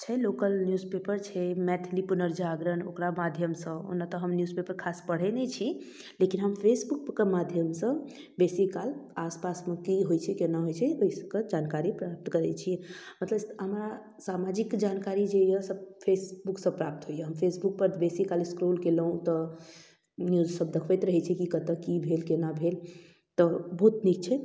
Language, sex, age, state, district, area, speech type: Maithili, female, 18-30, Bihar, Darbhanga, rural, spontaneous